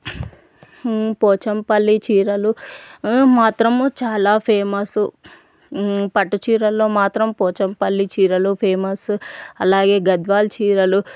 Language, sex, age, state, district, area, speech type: Telugu, female, 18-30, Telangana, Vikarabad, urban, spontaneous